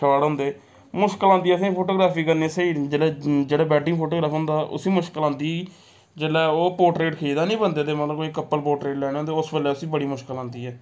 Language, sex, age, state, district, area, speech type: Dogri, male, 18-30, Jammu and Kashmir, Samba, rural, spontaneous